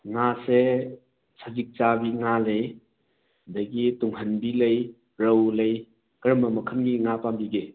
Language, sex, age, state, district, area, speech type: Manipuri, male, 18-30, Manipur, Thoubal, rural, conversation